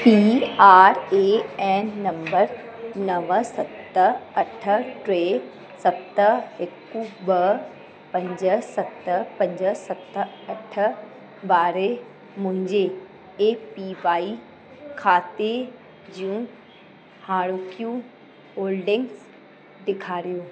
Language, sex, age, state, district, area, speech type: Sindhi, female, 30-45, Uttar Pradesh, Lucknow, urban, read